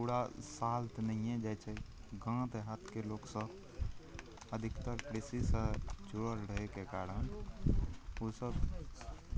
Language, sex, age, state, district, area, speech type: Maithili, male, 18-30, Bihar, Araria, rural, spontaneous